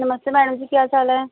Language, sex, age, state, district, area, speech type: Punjabi, female, 30-45, Punjab, Pathankot, urban, conversation